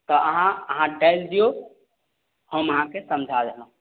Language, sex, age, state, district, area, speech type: Maithili, male, 18-30, Bihar, Madhubani, rural, conversation